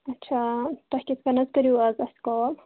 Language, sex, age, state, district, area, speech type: Kashmiri, female, 18-30, Jammu and Kashmir, Bandipora, rural, conversation